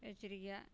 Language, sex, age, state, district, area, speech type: Tamil, female, 60+, Tamil Nadu, Namakkal, rural, spontaneous